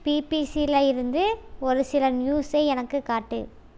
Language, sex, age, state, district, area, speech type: Tamil, female, 18-30, Tamil Nadu, Erode, rural, read